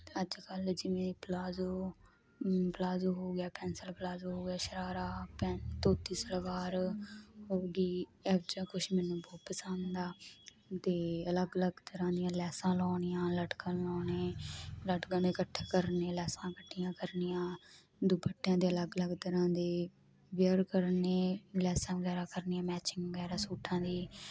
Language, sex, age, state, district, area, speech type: Punjabi, female, 18-30, Punjab, Muktsar, urban, spontaneous